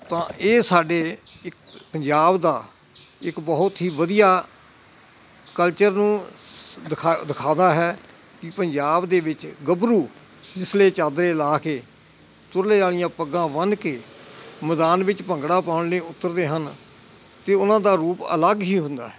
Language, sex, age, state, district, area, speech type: Punjabi, male, 60+, Punjab, Hoshiarpur, rural, spontaneous